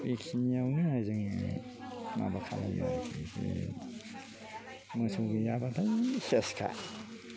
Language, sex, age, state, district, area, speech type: Bodo, male, 60+, Assam, Chirang, rural, spontaneous